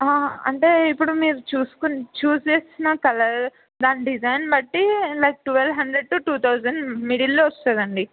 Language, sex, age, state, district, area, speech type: Telugu, female, 18-30, Telangana, Mulugu, urban, conversation